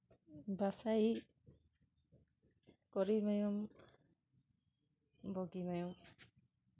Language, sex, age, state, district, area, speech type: Manipuri, female, 30-45, Manipur, Imphal East, rural, spontaneous